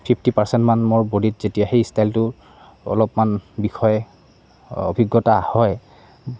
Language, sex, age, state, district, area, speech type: Assamese, male, 18-30, Assam, Goalpara, rural, spontaneous